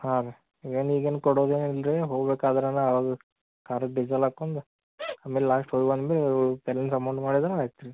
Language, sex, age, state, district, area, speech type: Kannada, male, 30-45, Karnataka, Belgaum, rural, conversation